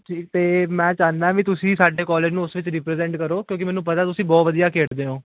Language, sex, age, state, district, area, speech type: Punjabi, male, 18-30, Punjab, Ludhiana, urban, conversation